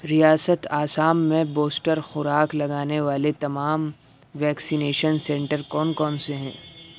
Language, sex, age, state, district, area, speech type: Urdu, male, 30-45, Uttar Pradesh, Aligarh, rural, read